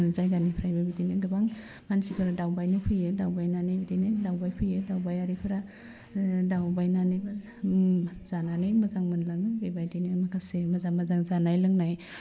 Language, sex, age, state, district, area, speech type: Bodo, female, 18-30, Assam, Udalguri, urban, spontaneous